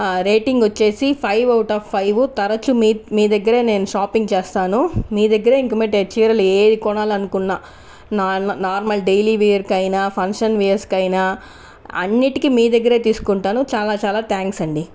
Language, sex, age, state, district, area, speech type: Telugu, other, 30-45, Andhra Pradesh, Chittoor, rural, spontaneous